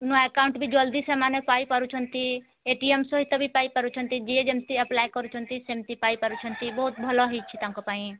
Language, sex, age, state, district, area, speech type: Odia, female, 18-30, Odisha, Mayurbhanj, rural, conversation